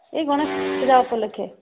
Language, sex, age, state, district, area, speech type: Odia, female, 30-45, Odisha, Sambalpur, rural, conversation